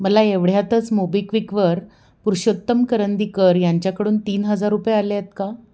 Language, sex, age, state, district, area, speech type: Marathi, female, 45-60, Maharashtra, Pune, urban, read